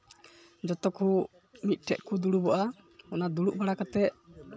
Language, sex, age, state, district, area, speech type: Santali, male, 18-30, West Bengal, Malda, rural, spontaneous